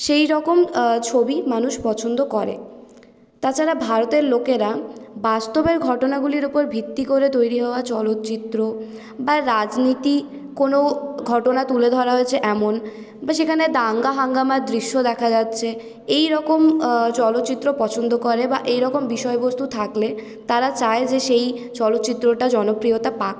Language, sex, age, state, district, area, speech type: Bengali, female, 18-30, West Bengal, Purulia, urban, spontaneous